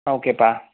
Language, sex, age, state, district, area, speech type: Tamil, male, 30-45, Tamil Nadu, Ariyalur, rural, conversation